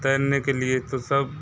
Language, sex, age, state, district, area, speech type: Hindi, male, 30-45, Uttar Pradesh, Mirzapur, rural, spontaneous